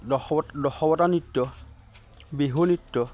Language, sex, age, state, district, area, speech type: Assamese, male, 30-45, Assam, Majuli, urban, spontaneous